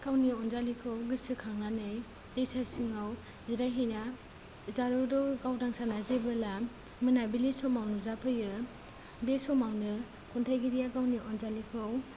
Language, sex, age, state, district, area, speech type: Bodo, female, 18-30, Assam, Kokrajhar, rural, spontaneous